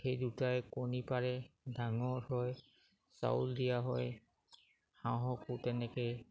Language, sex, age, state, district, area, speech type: Assamese, male, 45-60, Assam, Sivasagar, rural, spontaneous